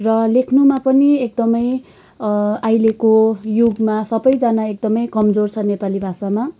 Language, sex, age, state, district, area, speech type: Nepali, female, 18-30, West Bengal, Kalimpong, rural, spontaneous